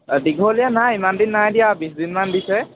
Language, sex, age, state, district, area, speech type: Assamese, male, 18-30, Assam, Jorhat, urban, conversation